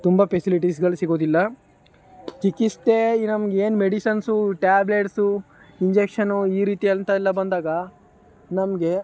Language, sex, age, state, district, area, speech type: Kannada, male, 18-30, Karnataka, Chamarajanagar, rural, spontaneous